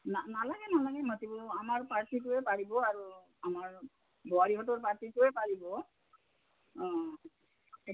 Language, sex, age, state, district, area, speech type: Assamese, female, 60+, Assam, Udalguri, rural, conversation